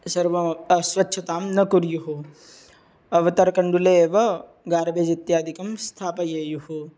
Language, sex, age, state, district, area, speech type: Sanskrit, male, 18-30, Maharashtra, Buldhana, urban, spontaneous